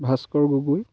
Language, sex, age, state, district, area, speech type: Assamese, male, 18-30, Assam, Sivasagar, rural, spontaneous